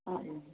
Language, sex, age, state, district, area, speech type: Hindi, female, 18-30, Rajasthan, Karauli, rural, conversation